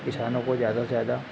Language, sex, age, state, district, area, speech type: Hindi, male, 30-45, Madhya Pradesh, Harda, urban, spontaneous